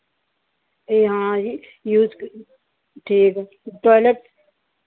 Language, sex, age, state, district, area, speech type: Hindi, female, 60+, Uttar Pradesh, Hardoi, rural, conversation